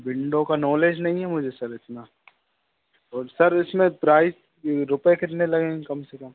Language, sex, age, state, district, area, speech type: Hindi, male, 18-30, Madhya Pradesh, Hoshangabad, rural, conversation